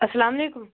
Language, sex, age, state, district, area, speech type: Kashmiri, male, 18-30, Jammu and Kashmir, Kupwara, rural, conversation